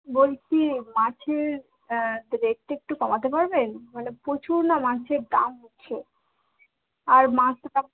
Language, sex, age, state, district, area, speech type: Bengali, female, 18-30, West Bengal, Howrah, urban, conversation